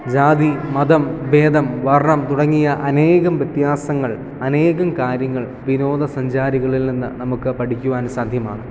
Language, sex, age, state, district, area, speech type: Malayalam, male, 18-30, Kerala, Kottayam, rural, spontaneous